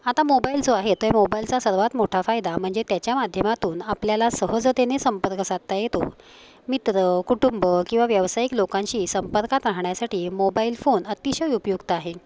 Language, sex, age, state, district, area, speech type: Marathi, female, 45-60, Maharashtra, Palghar, urban, spontaneous